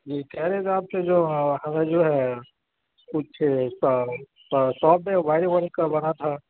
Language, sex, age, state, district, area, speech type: Urdu, male, 30-45, Uttar Pradesh, Gautam Buddha Nagar, urban, conversation